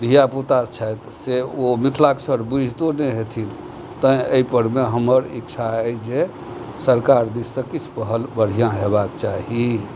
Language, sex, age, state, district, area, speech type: Maithili, male, 60+, Bihar, Madhubani, rural, spontaneous